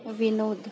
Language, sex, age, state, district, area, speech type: Marathi, female, 45-60, Maharashtra, Akola, rural, read